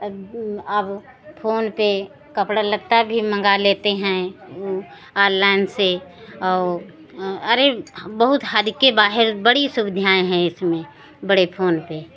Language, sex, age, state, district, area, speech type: Hindi, female, 60+, Uttar Pradesh, Lucknow, rural, spontaneous